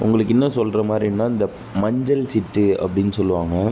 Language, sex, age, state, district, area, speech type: Tamil, male, 60+, Tamil Nadu, Tiruvarur, urban, spontaneous